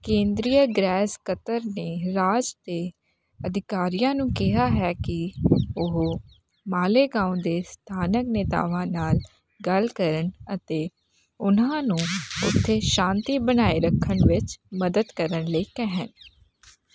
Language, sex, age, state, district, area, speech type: Punjabi, female, 18-30, Punjab, Hoshiarpur, rural, read